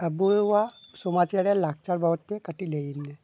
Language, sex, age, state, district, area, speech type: Santali, male, 18-30, West Bengal, Bankura, rural, spontaneous